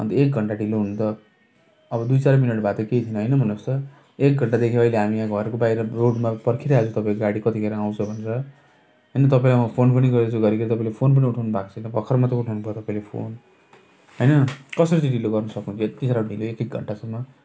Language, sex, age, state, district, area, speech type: Nepali, male, 45-60, West Bengal, Jalpaiguri, urban, spontaneous